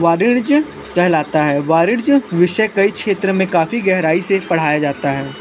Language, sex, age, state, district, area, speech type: Hindi, male, 18-30, Uttar Pradesh, Sonbhadra, rural, spontaneous